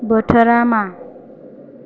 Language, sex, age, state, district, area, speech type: Bodo, female, 18-30, Assam, Chirang, rural, read